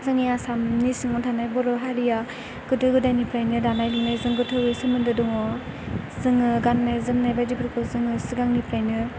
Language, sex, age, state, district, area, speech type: Bodo, female, 18-30, Assam, Chirang, urban, spontaneous